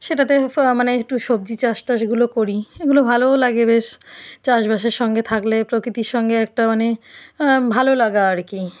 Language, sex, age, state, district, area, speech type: Bengali, female, 45-60, West Bengal, South 24 Parganas, rural, spontaneous